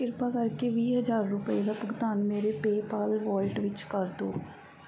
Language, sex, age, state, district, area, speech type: Punjabi, female, 18-30, Punjab, Mansa, urban, read